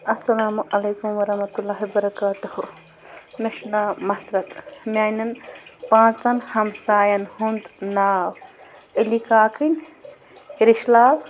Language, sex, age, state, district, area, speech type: Kashmiri, female, 30-45, Jammu and Kashmir, Bandipora, rural, spontaneous